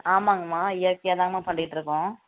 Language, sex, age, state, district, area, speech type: Tamil, female, 18-30, Tamil Nadu, Namakkal, rural, conversation